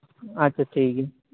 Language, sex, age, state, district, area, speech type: Santali, male, 18-30, Jharkhand, East Singhbhum, rural, conversation